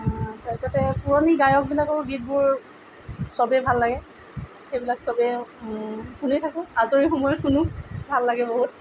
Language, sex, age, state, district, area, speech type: Assamese, female, 45-60, Assam, Tinsukia, rural, spontaneous